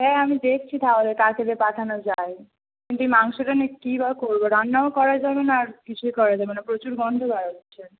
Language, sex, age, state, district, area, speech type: Bengali, female, 18-30, West Bengal, Howrah, urban, conversation